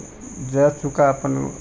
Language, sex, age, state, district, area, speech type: Marathi, male, 60+, Maharashtra, Wardha, urban, spontaneous